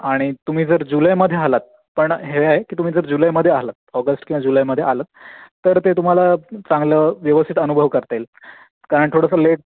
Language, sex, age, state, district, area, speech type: Marathi, male, 18-30, Maharashtra, Raigad, rural, conversation